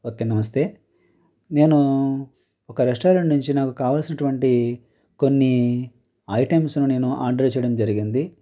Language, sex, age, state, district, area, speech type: Telugu, male, 60+, Andhra Pradesh, Konaseema, rural, spontaneous